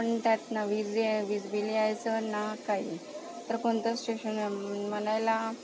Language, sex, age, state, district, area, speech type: Marathi, female, 18-30, Maharashtra, Akola, rural, spontaneous